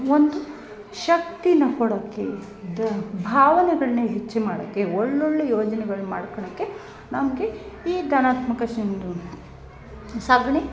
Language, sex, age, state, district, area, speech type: Kannada, female, 30-45, Karnataka, Chikkamagaluru, rural, spontaneous